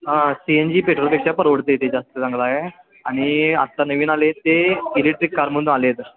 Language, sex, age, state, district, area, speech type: Marathi, male, 18-30, Maharashtra, Sangli, urban, conversation